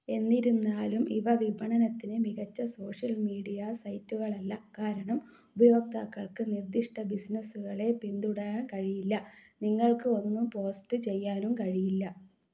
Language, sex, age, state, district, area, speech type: Malayalam, female, 30-45, Kerala, Kannur, rural, read